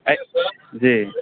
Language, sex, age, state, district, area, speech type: Maithili, male, 18-30, Bihar, Supaul, urban, conversation